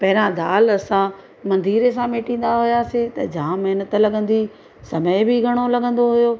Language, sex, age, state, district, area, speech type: Sindhi, female, 45-60, Gujarat, Surat, urban, spontaneous